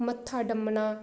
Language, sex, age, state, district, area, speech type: Punjabi, female, 18-30, Punjab, Shaheed Bhagat Singh Nagar, urban, spontaneous